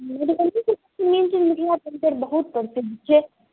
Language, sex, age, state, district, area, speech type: Maithili, female, 18-30, Bihar, Darbhanga, rural, conversation